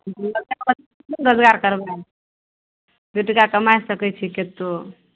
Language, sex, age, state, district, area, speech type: Maithili, female, 18-30, Bihar, Madhepura, rural, conversation